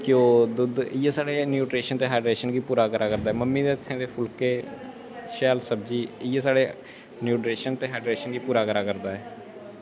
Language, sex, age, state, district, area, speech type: Dogri, male, 18-30, Jammu and Kashmir, Kathua, rural, spontaneous